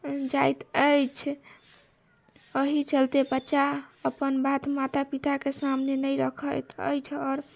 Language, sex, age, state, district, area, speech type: Maithili, female, 18-30, Bihar, Sitamarhi, urban, read